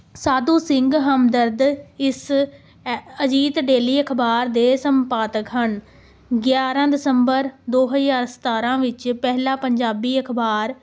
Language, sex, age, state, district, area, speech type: Punjabi, female, 18-30, Punjab, Amritsar, urban, spontaneous